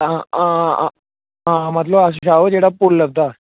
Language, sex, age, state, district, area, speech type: Dogri, male, 18-30, Jammu and Kashmir, Jammu, rural, conversation